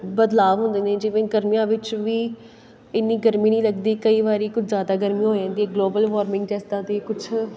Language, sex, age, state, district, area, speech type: Punjabi, female, 18-30, Punjab, Pathankot, rural, spontaneous